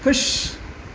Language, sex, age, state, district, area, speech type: Sindhi, female, 60+, Maharashtra, Mumbai Suburban, urban, read